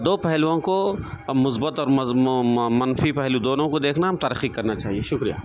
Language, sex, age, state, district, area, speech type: Urdu, male, 45-60, Telangana, Hyderabad, urban, spontaneous